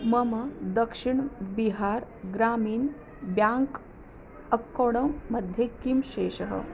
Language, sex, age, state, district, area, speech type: Sanskrit, female, 30-45, Maharashtra, Nagpur, urban, read